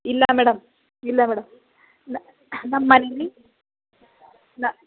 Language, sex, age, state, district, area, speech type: Kannada, female, 30-45, Karnataka, Chamarajanagar, rural, conversation